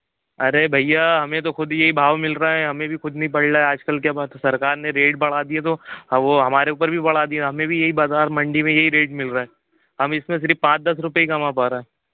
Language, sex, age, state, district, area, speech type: Hindi, male, 18-30, Madhya Pradesh, Jabalpur, urban, conversation